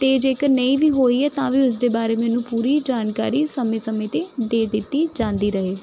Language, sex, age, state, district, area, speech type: Punjabi, female, 18-30, Punjab, Kapurthala, urban, spontaneous